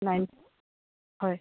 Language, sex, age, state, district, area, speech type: Assamese, female, 30-45, Assam, Golaghat, rural, conversation